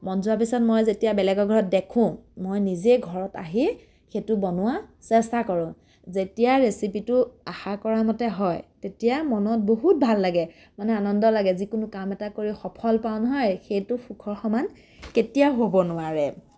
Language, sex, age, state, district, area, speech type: Assamese, female, 30-45, Assam, Biswanath, rural, spontaneous